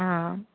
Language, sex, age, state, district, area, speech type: Goan Konkani, female, 18-30, Goa, Murmgao, urban, conversation